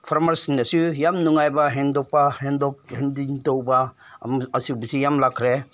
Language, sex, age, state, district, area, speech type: Manipuri, male, 60+, Manipur, Senapati, urban, spontaneous